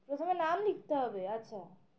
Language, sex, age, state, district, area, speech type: Bengali, female, 18-30, West Bengal, Uttar Dinajpur, urban, spontaneous